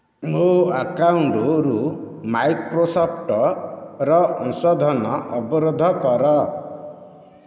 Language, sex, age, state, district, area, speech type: Odia, male, 60+, Odisha, Nayagarh, rural, read